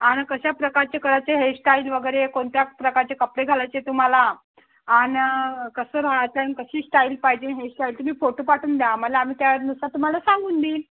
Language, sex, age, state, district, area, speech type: Marathi, female, 30-45, Maharashtra, Thane, urban, conversation